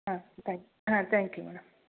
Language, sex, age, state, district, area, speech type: Kannada, female, 30-45, Karnataka, Shimoga, rural, conversation